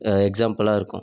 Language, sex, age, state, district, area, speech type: Tamil, male, 30-45, Tamil Nadu, Viluppuram, urban, spontaneous